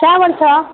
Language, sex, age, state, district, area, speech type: Odia, female, 18-30, Odisha, Nuapada, urban, conversation